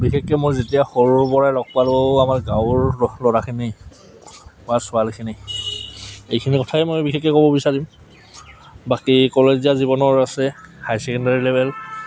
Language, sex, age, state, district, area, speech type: Assamese, female, 30-45, Assam, Goalpara, rural, spontaneous